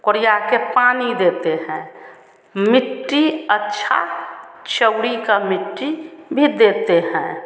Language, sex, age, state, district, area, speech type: Hindi, female, 45-60, Bihar, Samastipur, rural, spontaneous